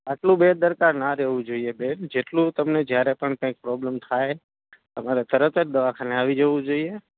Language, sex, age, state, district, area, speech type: Gujarati, male, 45-60, Gujarat, Morbi, rural, conversation